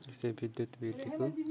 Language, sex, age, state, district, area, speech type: Odia, male, 30-45, Odisha, Nabarangpur, urban, spontaneous